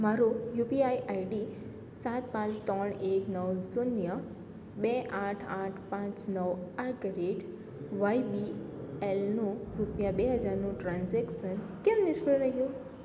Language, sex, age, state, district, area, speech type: Gujarati, female, 18-30, Gujarat, Surat, rural, read